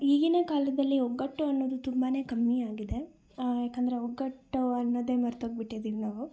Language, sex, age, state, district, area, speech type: Kannada, female, 18-30, Karnataka, Chikkaballapur, urban, spontaneous